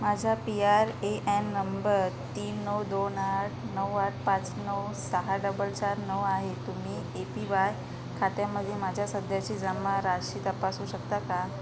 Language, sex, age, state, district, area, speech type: Marathi, female, 30-45, Maharashtra, Wardha, rural, read